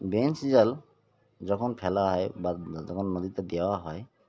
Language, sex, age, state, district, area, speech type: Bengali, male, 45-60, West Bengal, Birbhum, urban, spontaneous